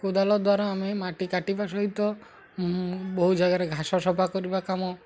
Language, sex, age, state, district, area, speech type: Odia, male, 45-60, Odisha, Malkangiri, urban, spontaneous